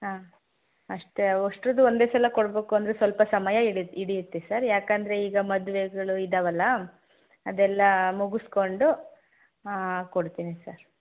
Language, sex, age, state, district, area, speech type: Kannada, female, 18-30, Karnataka, Davanagere, rural, conversation